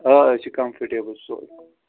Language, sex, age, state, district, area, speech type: Kashmiri, male, 30-45, Jammu and Kashmir, Srinagar, urban, conversation